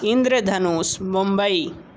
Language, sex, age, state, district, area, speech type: Hindi, male, 30-45, Uttar Pradesh, Sonbhadra, rural, read